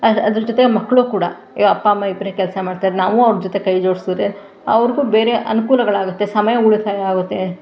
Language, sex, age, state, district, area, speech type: Kannada, female, 45-60, Karnataka, Mandya, rural, spontaneous